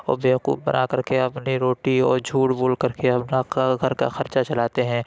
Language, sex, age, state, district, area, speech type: Urdu, male, 30-45, Uttar Pradesh, Lucknow, rural, spontaneous